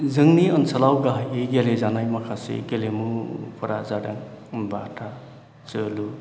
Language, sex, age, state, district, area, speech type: Bodo, male, 45-60, Assam, Chirang, urban, spontaneous